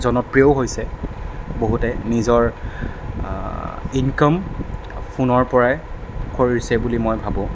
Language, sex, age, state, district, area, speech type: Assamese, male, 18-30, Assam, Darrang, rural, spontaneous